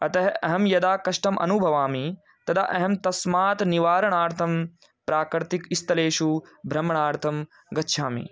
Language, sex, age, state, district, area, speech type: Sanskrit, male, 18-30, Rajasthan, Jaipur, rural, spontaneous